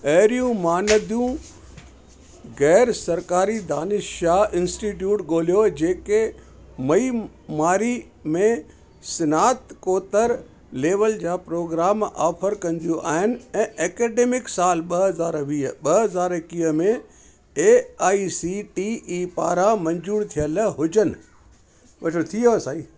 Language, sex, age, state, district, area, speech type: Sindhi, male, 60+, Delhi, South Delhi, urban, read